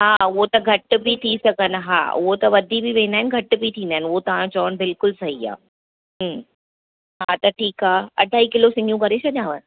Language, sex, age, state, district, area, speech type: Sindhi, female, 30-45, Maharashtra, Thane, urban, conversation